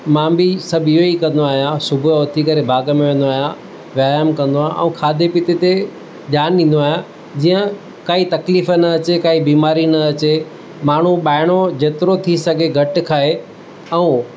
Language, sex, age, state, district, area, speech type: Sindhi, male, 45-60, Maharashtra, Mumbai City, urban, spontaneous